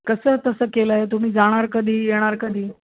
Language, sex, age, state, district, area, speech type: Marathi, female, 60+, Maharashtra, Ahmednagar, urban, conversation